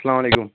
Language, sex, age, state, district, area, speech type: Kashmiri, male, 18-30, Jammu and Kashmir, Bandipora, rural, conversation